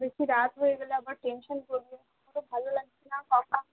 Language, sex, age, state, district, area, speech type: Bengali, female, 18-30, West Bengal, Howrah, urban, conversation